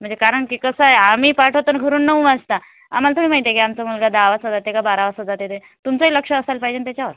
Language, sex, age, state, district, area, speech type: Marathi, female, 45-60, Maharashtra, Washim, rural, conversation